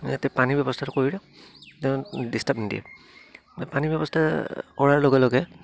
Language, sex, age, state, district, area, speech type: Assamese, male, 30-45, Assam, Udalguri, rural, spontaneous